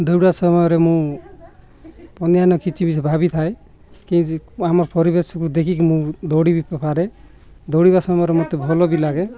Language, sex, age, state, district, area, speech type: Odia, male, 45-60, Odisha, Nabarangpur, rural, spontaneous